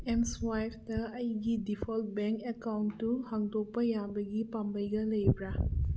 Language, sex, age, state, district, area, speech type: Manipuri, female, 45-60, Manipur, Churachandpur, rural, read